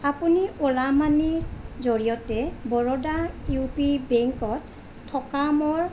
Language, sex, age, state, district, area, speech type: Assamese, female, 30-45, Assam, Nalbari, rural, read